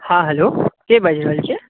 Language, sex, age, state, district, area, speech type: Maithili, male, 18-30, Bihar, Madhubani, rural, conversation